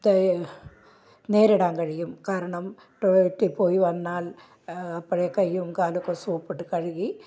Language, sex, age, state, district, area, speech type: Malayalam, female, 60+, Kerala, Malappuram, rural, spontaneous